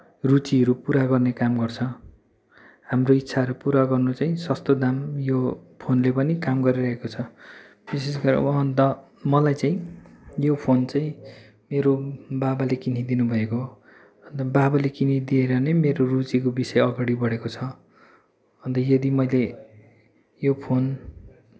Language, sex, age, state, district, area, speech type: Nepali, male, 18-30, West Bengal, Kalimpong, rural, spontaneous